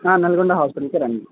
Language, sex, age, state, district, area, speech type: Telugu, male, 18-30, Telangana, Sangareddy, rural, conversation